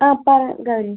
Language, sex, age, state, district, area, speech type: Malayalam, female, 18-30, Kerala, Thrissur, urban, conversation